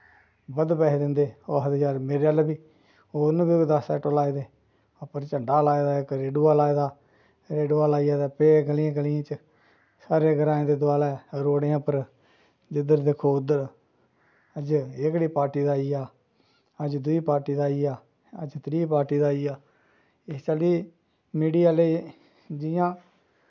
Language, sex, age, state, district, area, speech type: Dogri, male, 45-60, Jammu and Kashmir, Jammu, rural, spontaneous